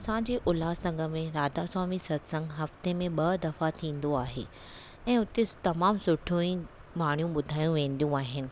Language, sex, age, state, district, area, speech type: Sindhi, female, 30-45, Maharashtra, Thane, urban, spontaneous